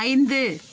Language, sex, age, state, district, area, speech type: Tamil, female, 45-60, Tamil Nadu, Thanjavur, rural, read